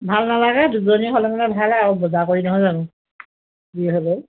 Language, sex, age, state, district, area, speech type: Assamese, female, 60+, Assam, Dhemaji, rural, conversation